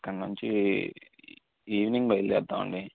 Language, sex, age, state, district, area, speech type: Telugu, male, 18-30, Andhra Pradesh, Guntur, urban, conversation